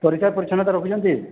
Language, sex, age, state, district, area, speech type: Odia, female, 30-45, Odisha, Balangir, urban, conversation